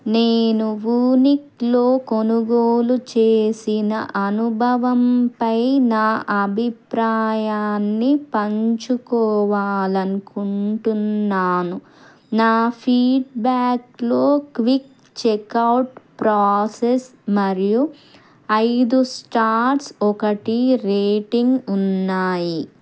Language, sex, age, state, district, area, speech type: Telugu, female, 30-45, Andhra Pradesh, Krishna, urban, read